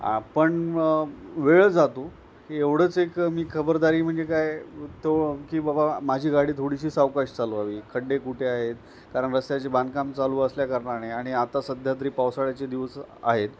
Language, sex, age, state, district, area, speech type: Marathi, male, 45-60, Maharashtra, Nanded, rural, spontaneous